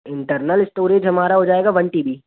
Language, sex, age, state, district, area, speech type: Hindi, male, 18-30, Madhya Pradesh, Jabalpur, urban, conversation